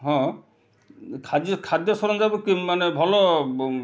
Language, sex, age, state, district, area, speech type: Odia, male, 45-60, Odisha, Kendrapara, urban, spontaneous